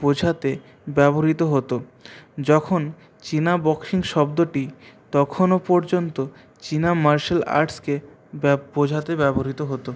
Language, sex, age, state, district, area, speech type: Bengali, male, 30-45, West Bengal, Purulia, urban, spontaneous